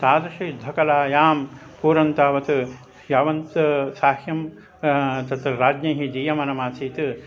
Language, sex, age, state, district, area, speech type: Sanskrit, male, 60+, Karnataka, Mandya, rural, spontaneous